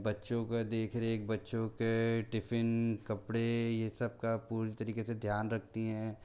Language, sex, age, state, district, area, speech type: Hindi, male, 18-30, Madhya Pradesh, Bhopal, urban, spontaneous